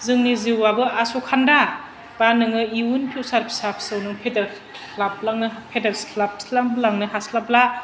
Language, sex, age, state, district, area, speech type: Bodo, female, 30-45, Assam, Chirang, urban, spontaneous